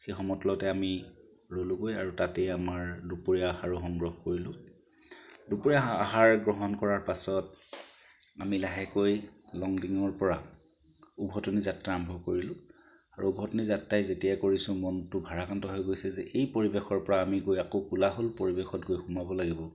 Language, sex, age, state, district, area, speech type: Assamese, male, 45-60, Assam, Charaideo, urban, spontaneous